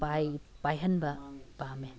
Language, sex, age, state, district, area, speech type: Manipuri, female, 60+, Manipur, Imphal East, rural, spontaneous